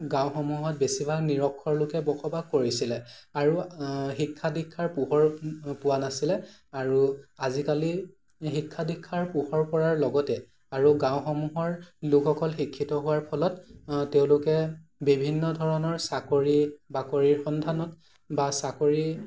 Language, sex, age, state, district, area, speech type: Assamese, male, 18-30, Assam, Morigaon, rural, spontaneous